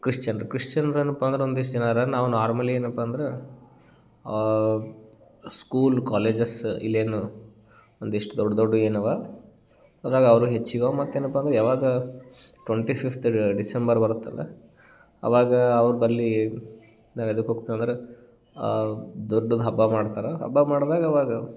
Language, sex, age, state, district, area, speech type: Kannada, male, 30-45, Karnataka, Gulbarga, urban, spontaneous